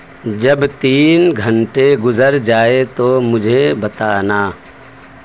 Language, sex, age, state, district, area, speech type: Urdu, male, 30-45, Delhi, Central Delhi, urban, read